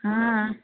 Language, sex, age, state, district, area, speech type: Marathi, female, 45-60, Maharashtra, Sangli, urban, conversation